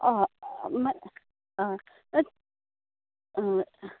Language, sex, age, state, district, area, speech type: Goan Konkani, female, 45-60, Goa, Quepem, rural, conversation